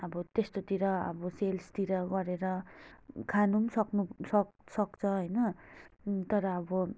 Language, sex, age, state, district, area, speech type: Nepali, female, 30-45, West Bengal, Darjeeling, rural, spontaneous